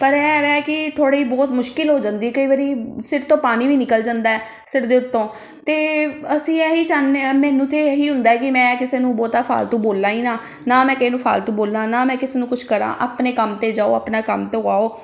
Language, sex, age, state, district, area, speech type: Punjabi, female, 30-45, Punjab, Amritsar, urban, spontaneous